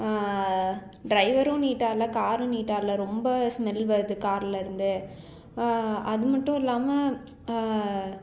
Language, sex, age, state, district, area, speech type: Tamil, female, 18-30, Tamil Nadu, Salem, urban, spontaneous